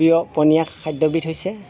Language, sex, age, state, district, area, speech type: Assamese, male, 30-45, Assam, Golaghat, urban, spontaneous